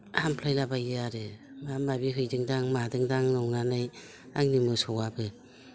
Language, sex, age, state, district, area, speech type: Bodo, female, 60+, Assam, Udalguri, rural, spontaneous